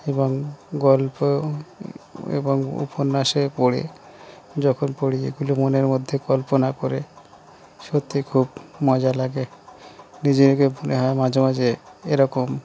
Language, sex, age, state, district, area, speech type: Bengali, male, 30-45, West Bengal, Dakshin Dinajpur, urban, spontaneous